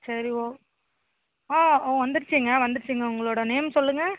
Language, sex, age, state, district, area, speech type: Tamil, female, 45-60, Tamil Nadu, Thoothukudi, urban, conversation